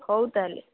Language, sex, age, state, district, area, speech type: Odia, female, 30-45, Odisha, Bhadrak, rural, conversation